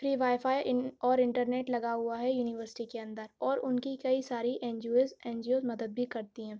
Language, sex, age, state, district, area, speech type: Urdu, female, 18-30, Uttar Pradesh, Aligarh, urban, spontaneous